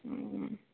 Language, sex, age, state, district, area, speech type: Odia, female, 30-45, Odisha, Sambalpur, rural, conversation